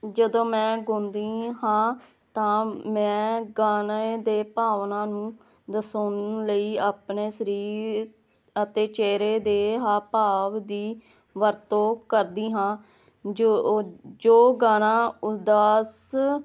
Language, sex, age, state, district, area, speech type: Punjabi, female, 30-45, Punjab, Hoshiarpur, rural, spontaneous